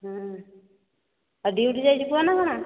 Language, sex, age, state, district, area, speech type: Odia, female, 30-45, Odisha, Dhenkanal, rural, conversation